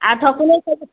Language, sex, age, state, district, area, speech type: Odia, female, 60+, Odisha, Angul, rural, conversation